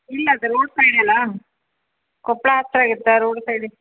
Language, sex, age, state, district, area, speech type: Kannada, female, 45-60, Karnataka, Koppal, urban, conversation